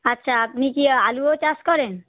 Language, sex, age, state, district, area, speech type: Bengali, female, 45-60, West Bengal, South 24 Parganas, rural, conversation